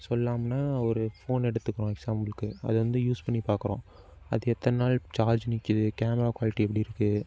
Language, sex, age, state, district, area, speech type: Tamil, male, 30-45, Tamil Nadu, Tiruvarur, rural, spontaneous